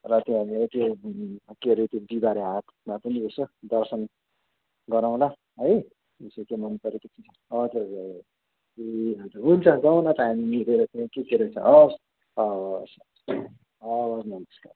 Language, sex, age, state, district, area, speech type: Nepali, male, 45-60, West Bengal, Kalimpong, rural, conversation